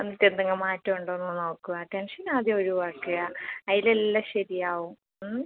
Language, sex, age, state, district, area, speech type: Malayalam, female, 30-45, Kerala, Kasaragod, rural, conversation